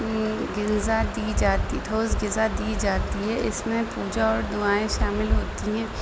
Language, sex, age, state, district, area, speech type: Urdu, female, 30-45, Uttar Pradesh, Rampur, urban, spontaneous